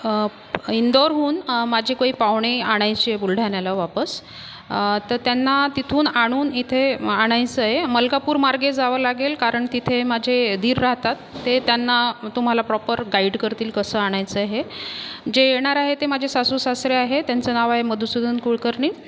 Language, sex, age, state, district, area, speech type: Marathi, female, 30-45, Maharashtra, Buldhana, rural, spontaneous